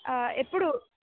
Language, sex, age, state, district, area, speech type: Telugu, female, 18-30, Telangana, Hyderabad, urban, conversation